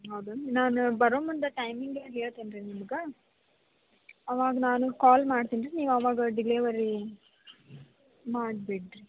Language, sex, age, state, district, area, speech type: Kannada, female, 18-30, Karnataka, Gadag, urban, conversation